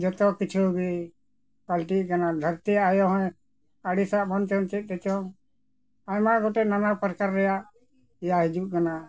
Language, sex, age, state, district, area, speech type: Santali, male, 60+, Jharkhand, Bokaro, rural, spontaneous